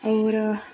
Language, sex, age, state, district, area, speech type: Kannada, female, 45-60, Karnataka, Chikkaballapur, rural, spontaneous